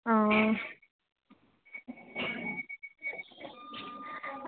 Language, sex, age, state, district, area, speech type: Dogri, female, 30-45, Jammu and Kashmir, Udhampur, rural, conversation